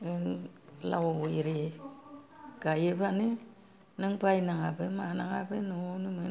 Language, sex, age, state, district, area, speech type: Bodo, female, 60+, Assam, Kokrajhar, rural, spontaneous